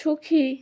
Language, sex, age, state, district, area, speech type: Bengali, female, 18-30, West Bengal, North 24 Parganas, rural, read